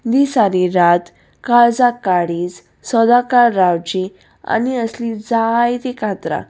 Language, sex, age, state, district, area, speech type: Goan Konkani, female, 18-30, Goa, Salcete, urban, spontaneous